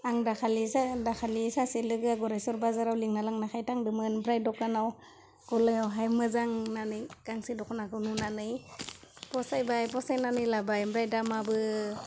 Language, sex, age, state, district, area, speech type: Bodo, female, 30-45, Assam, Udalguri, rural, spontaneous